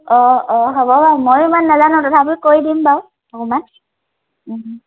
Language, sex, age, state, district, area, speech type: Assamese, female, 18-30, Assam, Lakhimpur, rural, conversation